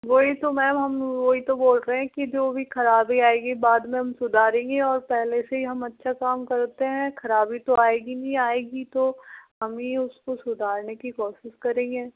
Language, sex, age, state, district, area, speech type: Hindi, female, 18-30, Rajasthan, Karauli, rural, conversation